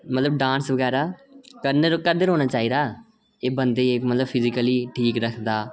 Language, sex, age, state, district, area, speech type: Dogri, male, 18-30, Jammu and Kashmir, Reasi, rural, spontaneous